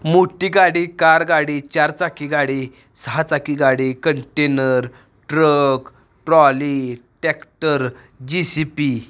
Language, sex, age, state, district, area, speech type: Marathi, male, 18-30, Maharashtra, Satara, urban, spontaneous